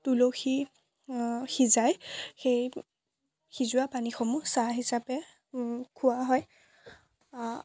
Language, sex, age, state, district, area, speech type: Assamese, female, 18-30, Assam, Biswanath, rural, spontaneous